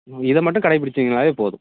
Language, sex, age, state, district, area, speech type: Tamil, male, 18-30, Tamil Nadu, Thanjavur, rural, conversation